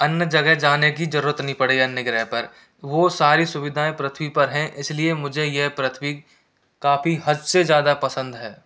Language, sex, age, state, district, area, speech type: Hindi, female, 30-45, Rajasthan, Jaipur, urban, spontaneous